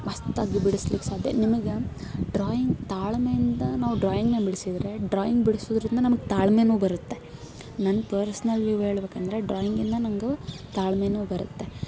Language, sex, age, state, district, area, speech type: Kannada, female, 18-30, Karnataka, Koppal, urban, spontaneous